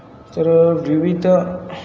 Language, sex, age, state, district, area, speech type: Marathi, male, 18-30, Maharashtra, Satara, rural, spontaneous